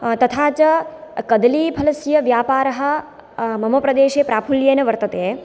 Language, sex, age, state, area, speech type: Sanskrit, female, 18-30, Gujarat, rural, spontaneous